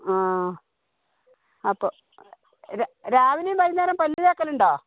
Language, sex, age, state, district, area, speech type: Malayalam, female, 45-60, Kerala, Wayanad, rural, conversation